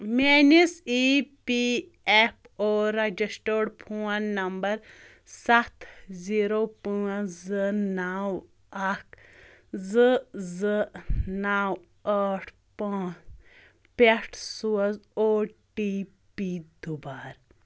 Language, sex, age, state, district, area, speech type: Kashmiri, female, 30-45, Jammu and Kashmir, Anantnag, rural, read